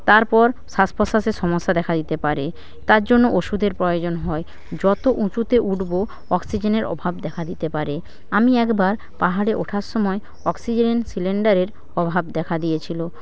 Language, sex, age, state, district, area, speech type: Bengali, female, 45-60, West Bengal, Paschim Medinipur, rural, spontaneous